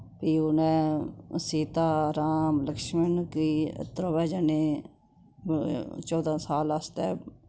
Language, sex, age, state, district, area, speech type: Dogri, female, 45-60, Jammu and Kashmir, Udhampur, urban, spontaneous